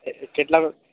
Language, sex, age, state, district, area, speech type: Gujarati, male, 18-30, Gujarat, Aravalli, urban, conversation